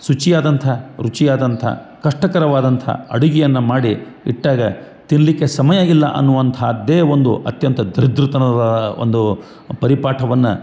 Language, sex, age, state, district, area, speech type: Kannada, male, 45-60, Karnataka, Gadag, rural, spontaneous